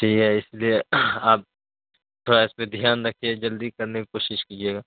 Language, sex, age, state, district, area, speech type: Urdu, male, 30-45, Uttar Pradesh, Ghaziabad, rural, conversation